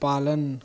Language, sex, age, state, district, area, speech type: Maithili, male, 18-30, Bihar, Darbhanga, rural, read